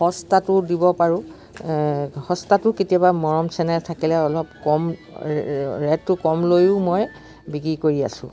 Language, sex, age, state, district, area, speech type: Assamese, female, 60+, Assam, Dibrugarh, rural, spontaneous